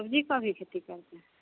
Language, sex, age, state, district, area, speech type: Hindi, female, 45-60, Bihar, Begusarai, rural, conversation